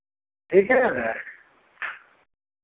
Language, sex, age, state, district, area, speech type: Hindi, male, 45-60, Uttar Pradesh, Lucknow, rural, conversation